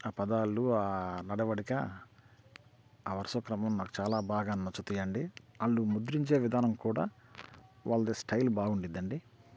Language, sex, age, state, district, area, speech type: Telugu, male, 45-60, Andhra Pradesh, Bapatla, rural, spontaneous